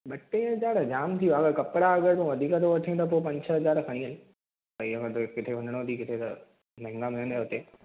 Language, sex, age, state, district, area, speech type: Sindhi, male, 18-30, Maharashtra, Thane, urban, conversation